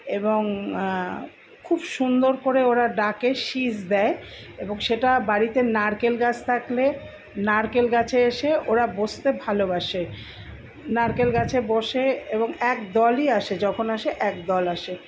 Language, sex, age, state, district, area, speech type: Bengali, female, 60+, West Bengal, Purba Bardhaman, urban, spontaneous